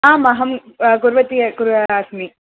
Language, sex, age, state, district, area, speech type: Sanskrit, female, 18-30, Tamil Nadu, Chennai, urban, conversation